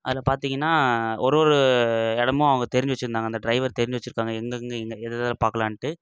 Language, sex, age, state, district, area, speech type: Tamil, male, 18-30, Tamil Nadu, Coimbatore, urban, spontaneous